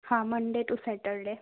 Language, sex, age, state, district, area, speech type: Gujarati, female, 18-30, Gujarat, Kheda, rural, conversation